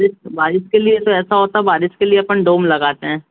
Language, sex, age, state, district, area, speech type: Hindi, male, 60+, Madhya Pradesh, Bhopal, urban, conversation